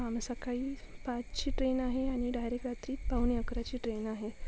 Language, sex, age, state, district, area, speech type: Marathi, female, 18-30, Maharashtra, Ratnagiri, rural, spontaneous